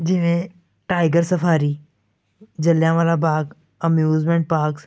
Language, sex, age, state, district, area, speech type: Punjabi, male, 18-30, Punjab, Pathankot, urban, spontaneous